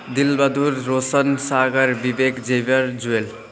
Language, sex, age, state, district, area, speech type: Nepali, male, 18-30, West Bengal, Jalpaiguri, rural, spontaneous